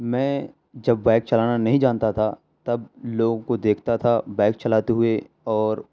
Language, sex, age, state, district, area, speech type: Urdu, male, 18-30, Delhi, East Delhi, urban, spontaneous